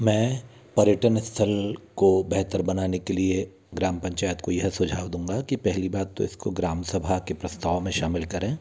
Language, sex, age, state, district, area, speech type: Hindi, male, 60+, Madhya Pradesh, Bhopal, urban, spontaneous